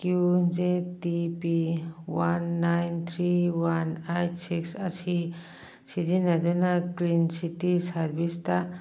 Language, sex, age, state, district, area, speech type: Manipuri, female, 45-60, Manipur, Churachandpur, urban, read